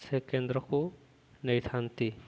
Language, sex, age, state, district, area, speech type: Odia, male, 18-30, Odisha, Subarnapur, urban, spontaneous